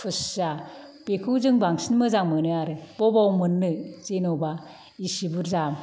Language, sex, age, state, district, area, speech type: Bodo, female, 45-60, Assam, Kokrajhar, rural, spontaneous